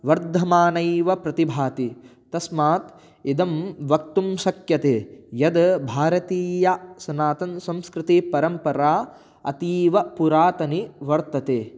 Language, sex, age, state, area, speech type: Sanskrit, male, 18-30, Rajasthan, rural, spontaneous